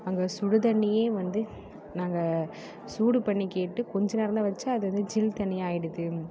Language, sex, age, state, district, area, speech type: Tamil, female, 18-30, Tamil Nadu, Mayiladuthurai, urban, spontaneous